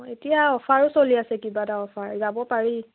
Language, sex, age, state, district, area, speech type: Assamese, female, 18-30, Assam, Lakhimpur, rural, conversation